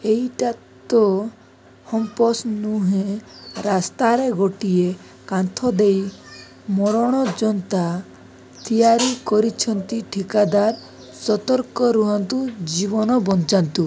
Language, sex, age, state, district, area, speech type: Odia, male, 18-30, Odisha, Nabarangpur, urban, spontaneous